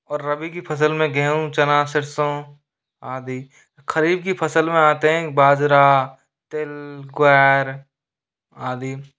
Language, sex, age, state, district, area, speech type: Hindi, male, 30-45, Rajasthan, Jaipur, urban, spontaneous